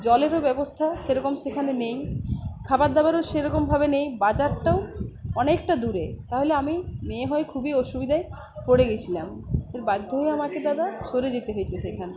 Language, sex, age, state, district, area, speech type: Bengali, female, 30-45, West Bengal, Uttar Dinajpur, rural, spontaneous